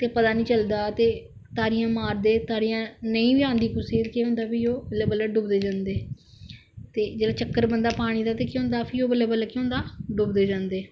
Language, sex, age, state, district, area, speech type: Dogri, female, 45-60, Jammu and Kashmir, Samba, rural, spontaneous